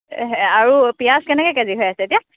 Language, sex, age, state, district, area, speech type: Assamese, female, 30-45, Assam, Morigaon, rural, conversation